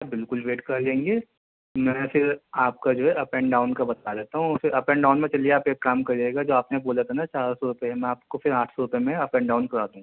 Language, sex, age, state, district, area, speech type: Urdu, male, 30-45, Delhi, Central Delhi, urban, conversation